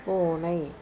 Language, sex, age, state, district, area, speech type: Tamil, male, 18-30, Tamil Nadu, Krishnagiri, rural, read